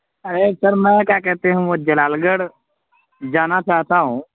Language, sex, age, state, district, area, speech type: Urdu, male, 18-30, Bihar, Purnia, rural, conversation